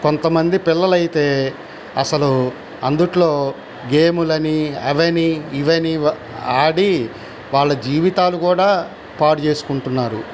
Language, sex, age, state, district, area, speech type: Telugu, male, 60+, Andhra Pradesh, Bapatla, urban, spontaneous